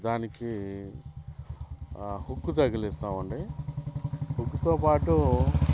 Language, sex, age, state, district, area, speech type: Telugu, male, 30-45, Andhra Pradesh, Bapatla, urban, spontaneous